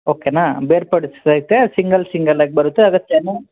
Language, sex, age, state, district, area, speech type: Kannada, male, 18-30, Karnataka, Kolar, rural, conversation